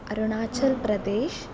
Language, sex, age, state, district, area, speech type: Kannada, female, 18-30, Karnataka, Shimoga, rural, spontaneous